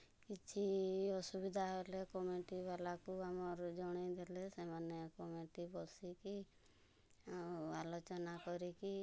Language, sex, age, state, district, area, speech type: Odia, female, 45-60, Odisha, Mayurbhanj, rural, spontaneous